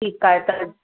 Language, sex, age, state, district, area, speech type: Sindhi, female, 18-30, Gujarat, Kutch, urban, conversation